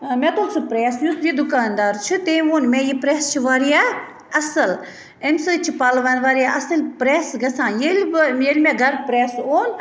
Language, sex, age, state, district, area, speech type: Kashmiri, female, 30-45, Jammu and Kashmir, Budgam, rural, spontaneous